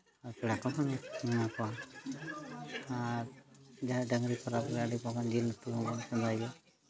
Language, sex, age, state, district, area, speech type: Santali, male, 30-45, Jharkhand, Seraikela Kharsawan, rural, spontaneous